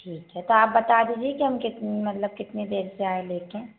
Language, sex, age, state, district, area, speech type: Hindi, female, 18-30, Madhya Pradesh, Hoshangabad, rural, conversation